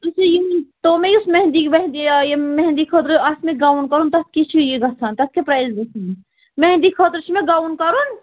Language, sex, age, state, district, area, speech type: Kashmiri, female, 30-45, Jammu and Kashmir, Pulwama, rural, conversation